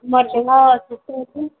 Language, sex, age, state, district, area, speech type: Odia, female, 18-30, Odisha, Subarnapur, urban, conversation